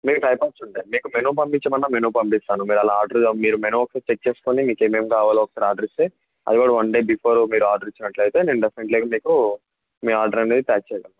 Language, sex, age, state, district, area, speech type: Telugu, male, 18-30, Andhra Pradesh, N T Rama Rao, urban, conversation